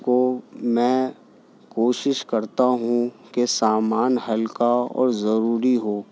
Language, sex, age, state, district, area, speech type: Urdu, male, 30-45, Delhi, New Delhi, urban, spontaneous